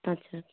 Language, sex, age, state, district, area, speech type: Santali, female, 30-45, West Bengal, Paschim Bardhaman, urban, conversation